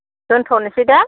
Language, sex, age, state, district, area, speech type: Bodo, female, 45-60, Assam, Baksa, rural, conversation